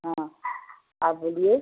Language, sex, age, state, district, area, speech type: Hindi, female, 60+, Uttar Pradesh, Chandauli, rural, conversation